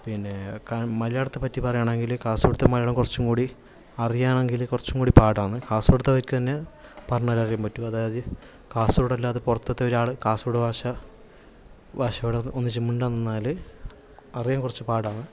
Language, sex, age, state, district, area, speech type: Malayalam, male, 18-30, Kerala, Kasaragod, urban, spontaneous